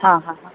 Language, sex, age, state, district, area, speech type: Kannada, female, 18-30, Karnataka, Udupi, rural, conversation